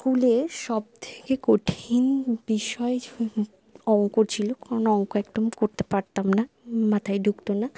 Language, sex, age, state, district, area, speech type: Bengali, female, 18-30, West Bengal, Bankura, urban, spontaneous